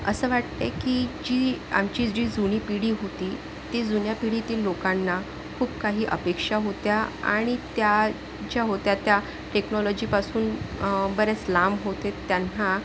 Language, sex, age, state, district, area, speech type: Marathi, female, 30-45, Maharashtra, Yavatmal, urban, spontaneous